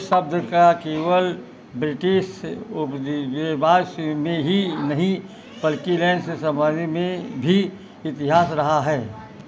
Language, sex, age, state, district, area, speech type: Hindi, male, 60+, Uttar Pradesh, Ayodhya, rural, read